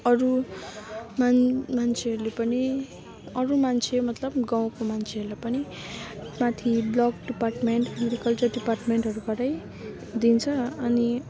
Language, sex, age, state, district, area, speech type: Nepali, female, 30-45, West Bengal, Darjeeling, rural, spontaneous